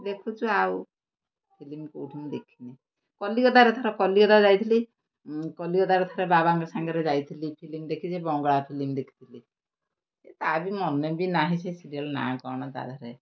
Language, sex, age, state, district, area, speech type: Odia, female, 60+, Odisha, Kendrapara, urban, spontaneous